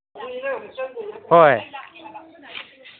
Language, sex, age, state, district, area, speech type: Manipuri, male, 45-60, Manipur, Kangpokpi, urban, conversation